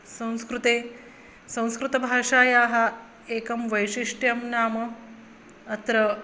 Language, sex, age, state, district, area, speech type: Sanskrit, female, 30-45, Maharashtra, Akola, urban, spontaneous